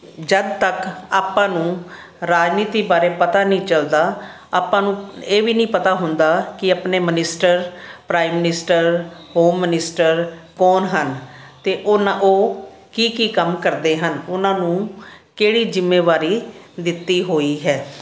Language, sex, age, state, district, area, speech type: Punjabi, female, 60+, Punjab, Fazilka, rural, spontaneous